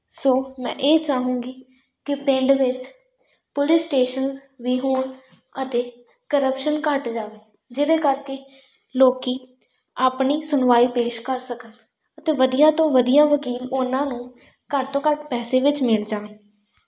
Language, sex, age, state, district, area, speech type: Punjabi, female, 18-30, Punjab, Tarn Taran, rural, spontaneous